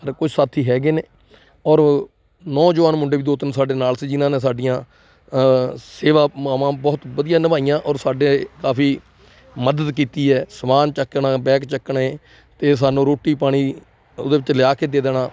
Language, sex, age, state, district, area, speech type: Punjabi, male, 60+, Punjab, Rupnagar, rural, spontaneous